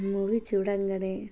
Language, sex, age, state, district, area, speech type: Telugu, female, 30-45, Telangana, Hanamkonda, rural, spontaneous